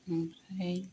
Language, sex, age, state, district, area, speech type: Bodo, female, 30-45, Assam, Kokrajhar, rural, spontaneous